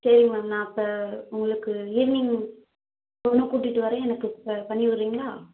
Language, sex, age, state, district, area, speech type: Tamil, female, 18-30, Tamil Nadu, Madurai, rural, conversation